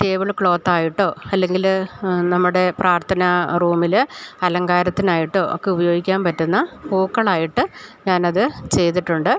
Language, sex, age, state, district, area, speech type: Malayalam, female, 60+, Kerala, Idukki, rural, spontaneous